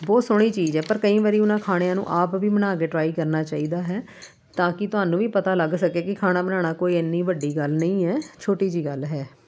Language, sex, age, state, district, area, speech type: Punjabi, female, 30-45, Punjab, Amritsar, urban, spontaneous